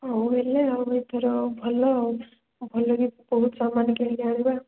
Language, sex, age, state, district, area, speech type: Odia, female, 18-30, Odisha, Koraput, urban, conversation